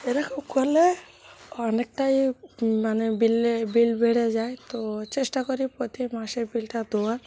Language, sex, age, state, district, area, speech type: Bengali, female, 30-45, West Bengal, Cooch Behar, urban, spontaneous